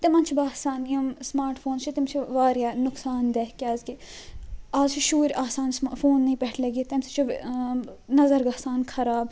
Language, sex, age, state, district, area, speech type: Kashmiri, female, 18-30, Jammu and Kashmir, Srinagar, urban, spontaneous